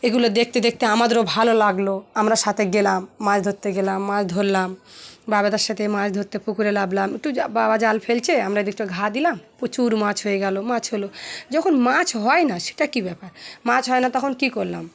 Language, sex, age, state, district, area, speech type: Bengali, female, 45-60, West Bengal, Dakshin Dinajpur, urban, spontaneous